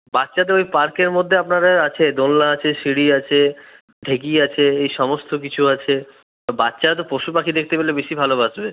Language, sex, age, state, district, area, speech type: Bengali, male, 30-45, West Bengal, Purulia, urban, conversation